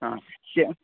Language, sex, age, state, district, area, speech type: Sanskrit, male, 18-30, Karnataka, Mandya, rural, conversation